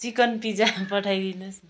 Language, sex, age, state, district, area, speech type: Nepali, female, 45-60, West Bengal, Kalimpong, rural, spontaneous